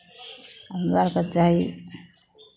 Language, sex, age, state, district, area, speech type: Maithili, female, 45-60, Bihar, Madhepura, rural, spontaneous